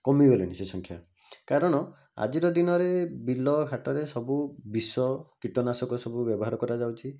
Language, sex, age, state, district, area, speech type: Odia, male, 45-60, Odisha, Bhadrak, rural, spontaneous